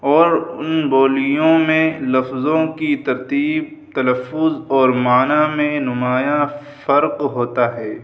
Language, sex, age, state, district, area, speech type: Urdu, male, 30-45, Uttar Pradesh, Muzaffarnagar, urban, spontaneous